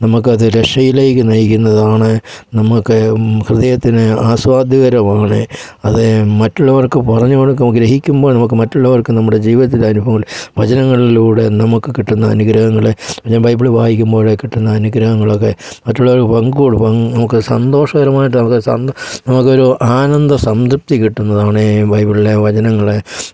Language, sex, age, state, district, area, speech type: Malayalam, male, 60+, Kerala, Pathanamthitta, rural, spontaneous